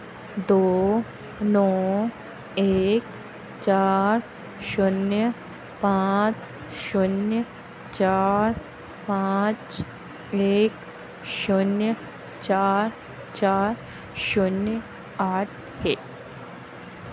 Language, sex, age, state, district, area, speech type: Hindi, female, 18-30, Madhya Pradesh, Harda, urban, read